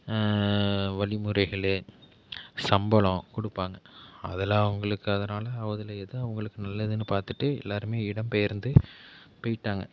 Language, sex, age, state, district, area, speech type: Tamil, male, 18-30, Tamil Nadu, Mayiladuthurai, rural, spontaneous